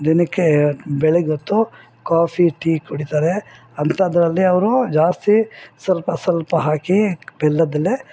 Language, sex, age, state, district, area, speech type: Kannada, female, 60+, Karnataka, Bangalore Urban, rural, spontaneous